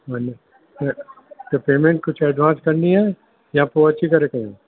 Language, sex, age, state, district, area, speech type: Sindhi, male, 60+, Uttar Pradesh, Lucknow, urban, conversation